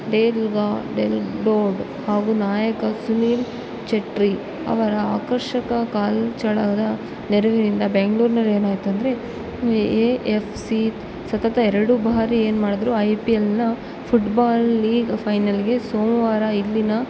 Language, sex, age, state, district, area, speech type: Kannada, female, 18-30, Karnataka, Bellary, rural, spontaneous